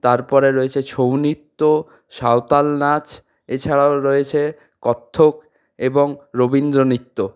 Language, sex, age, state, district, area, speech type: Bengali, male, 45-60, West Bengal, Purulia, urban, spontaneous